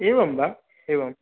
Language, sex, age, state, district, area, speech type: Sanskrit, male, 18-30, Odisha, Puri, rural, conversation